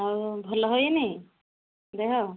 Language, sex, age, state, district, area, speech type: Odia, female, 45-60, Odisha, Angul, rural, conversation